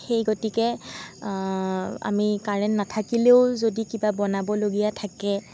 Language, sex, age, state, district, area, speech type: Assamese, female, 18-30, Assam, Sonitpur, rural, spontaneous